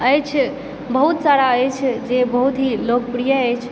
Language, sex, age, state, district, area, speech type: Maithili, female, 18-30, Bihar, Supaul, urban, spontaneous